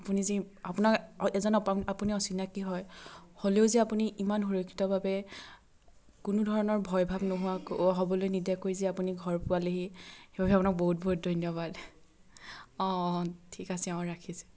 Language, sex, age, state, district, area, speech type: Assamese, female, 30-45, Assam, Charaideo, rural, spontaneous